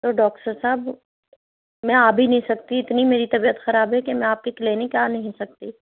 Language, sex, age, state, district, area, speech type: Urdu, female, 45-60, Uttar Pradesh, Rampur, urban, conversation